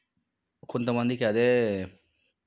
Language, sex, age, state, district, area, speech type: Telugu, male, 18-30, Telangana, Nalgonda, urban, spontaneous